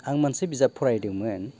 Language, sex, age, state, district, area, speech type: Bodo, male, 45-60, Assam, Baksa, rural, spontaneous